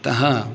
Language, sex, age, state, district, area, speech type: Sanskrit, male, 18-30, Karnataka, Uttara Kannada, rural, spontaneous